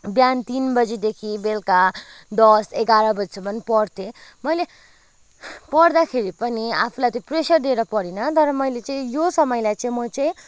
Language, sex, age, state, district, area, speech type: Nepali, female, 18-30, West Bengal, Kalimpong, rural, spontaneous